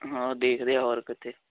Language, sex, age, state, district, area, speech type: Punjabi, male, 18-30, Punjab, Hoshiarpur, urban, conversation